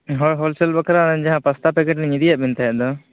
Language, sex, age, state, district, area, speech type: Santali, male, 18-30, Jharkhand, East Singhbhum, rural, conversation